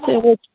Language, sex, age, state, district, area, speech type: Tamil, female, 45-60, Tamil Nadu, Ariyalur, rural, conversation